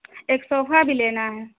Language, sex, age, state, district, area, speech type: Urdu, female, 30-45, Bihar, Saharsa, rural, conversation